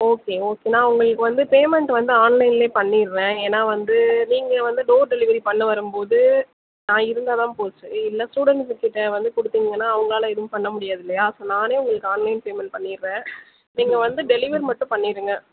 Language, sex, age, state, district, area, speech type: Tamil, female, 30-45, Tamil Nadu, Sivaganga, rural, conversation